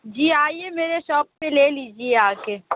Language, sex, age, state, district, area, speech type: Urdu, female, 30-45, Uttar Pradesh, Lucknow, urban, conversation